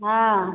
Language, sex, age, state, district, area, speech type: Maithili, female, 30-45, Bihar, Begusarai, rural, conversation